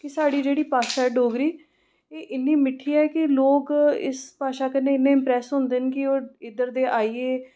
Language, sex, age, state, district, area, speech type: Dogri, female, 30-45, Jammu and Kashmir, Reasi, urban, spontaneous